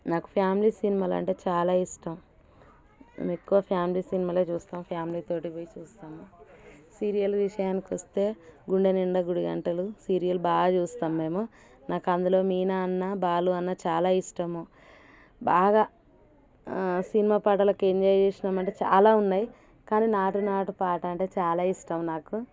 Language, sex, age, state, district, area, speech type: Telugu, female, 30-45, Telangana, Warangal, rural, spontaneous